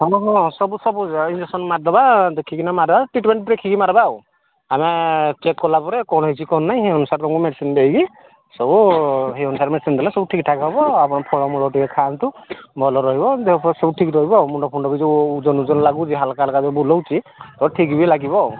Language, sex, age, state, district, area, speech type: Odia, male, 45-60, Odisha, Angul, rural, conversation